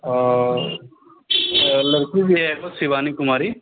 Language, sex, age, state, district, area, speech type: Maithili, male, 18-30, Bihar, Sitamarhi, rural, conversation